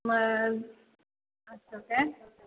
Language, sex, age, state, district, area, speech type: Marathi, female, 18-30, Maharashtra, Kolhapur, urban, conversation